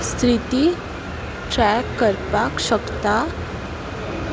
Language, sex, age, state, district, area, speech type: Goan Konkani, female, 18-30, Goa, Salcete, rural, read